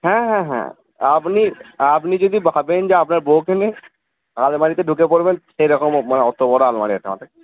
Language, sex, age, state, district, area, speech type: Bengali, male, 45-60, West Bengal, Purba Bardhaman, rural, conversation